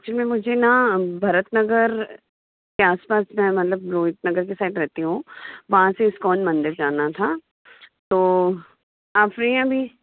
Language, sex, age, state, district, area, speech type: Hindi, female, 45-60, Madhya Pradesh, Bhopal, urban, conversation